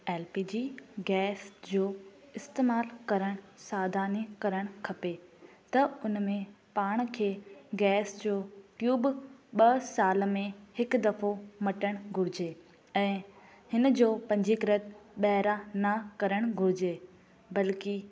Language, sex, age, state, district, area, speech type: Sindhi, female, 18-30, Rajasthan, Ajmer, urban, spontaneous